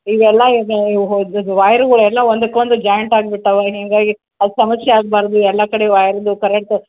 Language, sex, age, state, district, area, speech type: Kannada, female, 60+, Karnataka, Gulbarga, urban, conversation